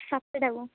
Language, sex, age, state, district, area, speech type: Odia, female, 18-30, Odisha, Ganjam, urban, conversation